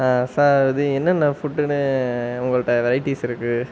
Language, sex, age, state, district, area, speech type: Tamil, male, 18-30, Tamil Nadu, Sivaganga, rural, spontaneous